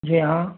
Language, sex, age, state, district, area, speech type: Hindi, male, 60+, Rajasthan, Jaipur, urban, conversation